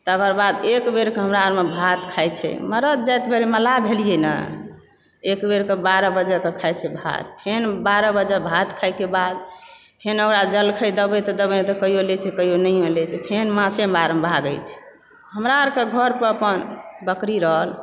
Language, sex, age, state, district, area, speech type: Maithili, female, 30-45, Bihar, Supaul, rural, spontaneous